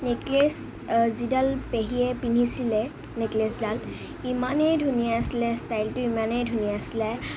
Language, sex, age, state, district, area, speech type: Assamese, female, 18-30, Assam, Kamrup Metropolitan, urban, spontaneous